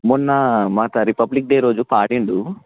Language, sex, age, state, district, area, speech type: Telugu, male, 18-30, Telangana, Vikarabad, urban, conversation